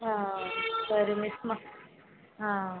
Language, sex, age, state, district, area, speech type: Kannada, female, 18-30, Karnataka, Hassan, urban, conversation